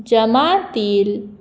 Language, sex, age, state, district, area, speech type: Goan Konkani, female, 18-30, Goa, Murmgao, urban, read